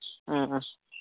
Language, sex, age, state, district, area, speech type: Kashmiri, male, 18-30, Jammu and Kashmir, Kulgam, rural, conversation